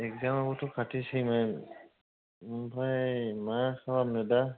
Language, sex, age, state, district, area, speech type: Bodo, male, 18-30, Assam, Kokrajhar, rural, conversation